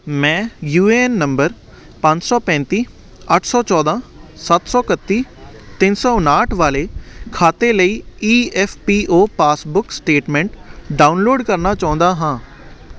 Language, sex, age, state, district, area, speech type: Punjabi, male, 18-30, Punjab, Hoshiarpur, urban, read